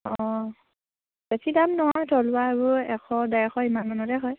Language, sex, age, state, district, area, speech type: Assamese, female, 18-30, Assam, Sivasagar, rural, conversation